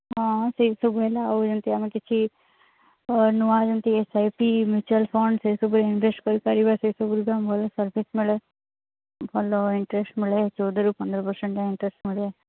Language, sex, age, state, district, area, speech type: Odia, female, 18-30, Odisha, Sundergarh, urban, conversation